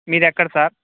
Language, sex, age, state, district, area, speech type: Telugu, male, 18-30, Telangana, Khammam, urban, conversation